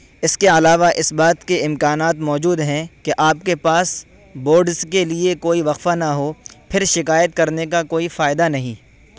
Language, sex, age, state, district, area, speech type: Urdu, male, 18-30, Uttar Pradesh, Saharanpur, urban, read